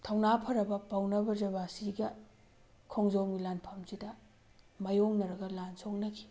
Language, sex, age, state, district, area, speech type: Manipuri, female, 30-45, Manipur, Thoubal, urban, spontaneous